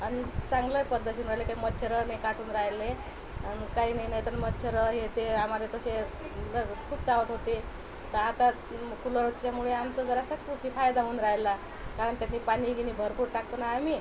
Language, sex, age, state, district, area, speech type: Marathi, female, 45-60, Maharashtra, Washim, rural, spontaneous